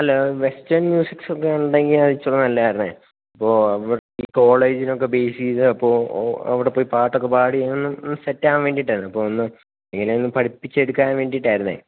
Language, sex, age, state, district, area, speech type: Malayalam, male, 18-30, Kerala, Idukki, rural, conversation